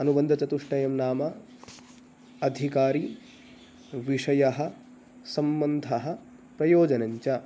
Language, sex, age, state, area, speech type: Sanskrit, male, 18-30, Haryana, rural, spontaneous